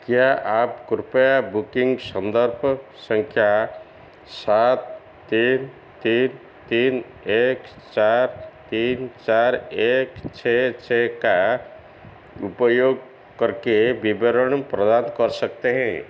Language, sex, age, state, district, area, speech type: Hindi, male, 45-60, Madhya Pradesh, Chhindwara, rural, read